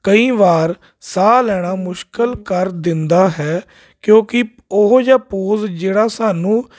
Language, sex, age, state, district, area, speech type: Punjabi, male, 30-45, Punjab, Jalandhar, urban, spontaneous